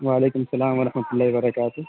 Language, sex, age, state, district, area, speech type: Urdu, male, 18-30, Bihar, Purnia, rural, conversation